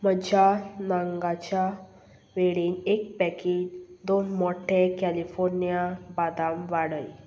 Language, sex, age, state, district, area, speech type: Goan Konkani, female, 18-30, Goa, Salcete, rural, read